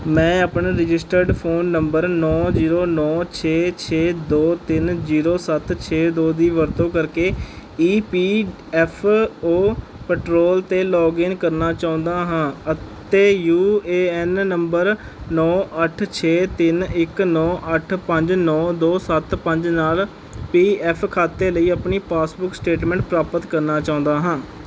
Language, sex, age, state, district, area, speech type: Punjabi, male, 18-30, Punjab, Rupnagar, urban, read